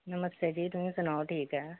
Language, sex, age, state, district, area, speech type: Punjabi, female, 45-60, Punjab, Pathankot, urban, conversation